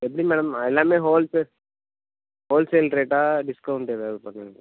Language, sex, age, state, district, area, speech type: Tamil, male, 30-45, Tamil Nadu, Cuddalore, rural, conversation